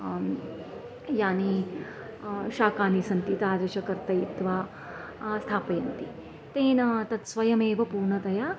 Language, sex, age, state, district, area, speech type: Sanskrit, female, 45-60, Maharashtra, Nashik, rural, spontaneous